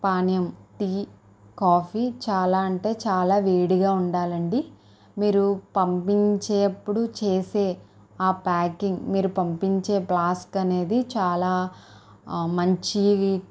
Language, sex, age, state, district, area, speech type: Telugu, female, 18-30, Andhra Pradesh, Konaseema, rural, spontaneous